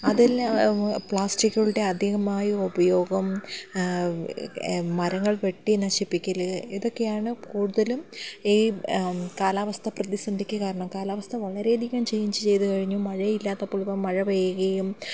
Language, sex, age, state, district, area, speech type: Malayalam, female, 30-45, Kerala, Thiruvananthapuram, urban, spontaneous